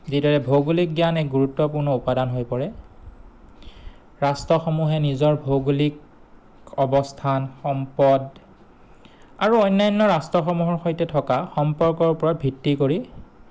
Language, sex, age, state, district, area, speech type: Assamese, male, 30-45, Assam, Goalpara, urban, spontaneous